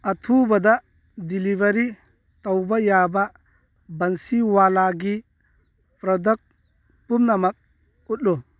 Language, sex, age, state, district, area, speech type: Manipuri, male, 30-45, Manipur, Churachandpur, rural, read